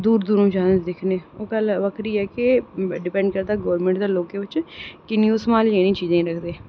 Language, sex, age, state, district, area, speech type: Dogri, female, 18-30, Jammu and Kashmir, Reasi, urban, spontaneous